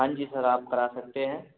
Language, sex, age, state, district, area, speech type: Hindi, male, 18-30, Madhya Pradesh, Gwalior, urban, conversation